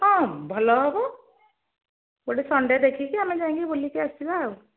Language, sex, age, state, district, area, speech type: Odia, female, 60+, Odisha, Jharsuguda, rural, conversation